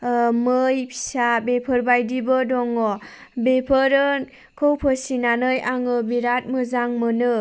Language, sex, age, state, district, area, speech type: Bodo, female, 30-45, Assam, Chirang, rural, spontaneous